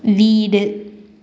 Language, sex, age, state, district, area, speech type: Tamil, female, 18-30, Tamil Nadu, Salem, urban, read